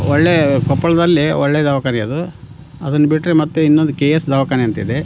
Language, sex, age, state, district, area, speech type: Kannada, male, 60+, Karnataka, Koppal, rural, spontaneous